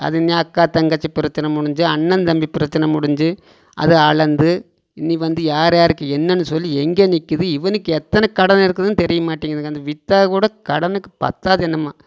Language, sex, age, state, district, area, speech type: Tamil, male, 45-60, Tamil Nadu, Coimbatore, rural, spontaneous